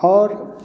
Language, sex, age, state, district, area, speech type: Maithili, male, 30-45, Bihar, Madhubani, rural, spontaneous